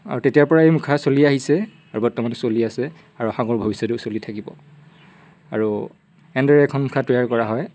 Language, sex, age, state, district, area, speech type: Assamese, male, 18-30, Assam, Majuli, urban, spontaneous